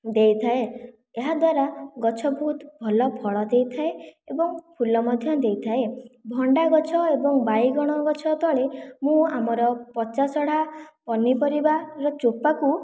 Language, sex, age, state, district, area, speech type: Odia, female, 45-60, Odisha, Khordha, rural, spontaneous